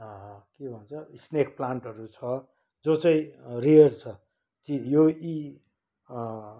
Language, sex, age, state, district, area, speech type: Nepali, male, 60+, West Bengal, Kalimpong, rural, spontaneous